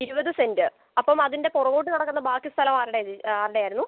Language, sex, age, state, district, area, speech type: Malayalam, male, 18-30, Kerala, Alappuzha, rural, conversation